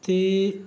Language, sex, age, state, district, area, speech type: Punjabi, male, 30-45, Punjab, Barnala, rural, spontaneous